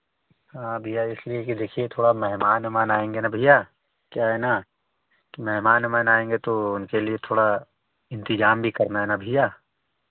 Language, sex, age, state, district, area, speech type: Hindi, male, 18-30, Uttar Pradesh, Varanasi, rural, conversation